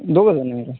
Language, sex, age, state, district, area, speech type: Marathi, male, 18-30, Maharashtra, Washim, urban, conversation